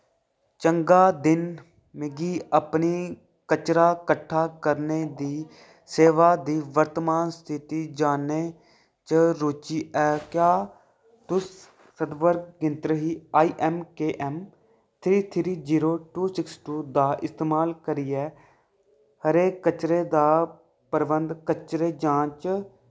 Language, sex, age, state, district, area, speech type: Dogri, male, 18-30, Jammu and Kashmir, Kathua, rural, read